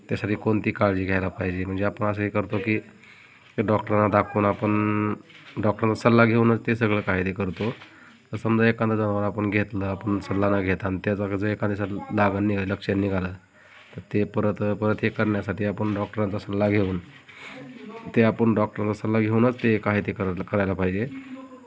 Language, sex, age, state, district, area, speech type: Marathi, male, 30-45, Maharashtra, Beed, rural, spontaneous